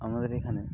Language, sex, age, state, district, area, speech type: Bengali, male, 18-30, West Bengal, Jhargram, rural, spontaneous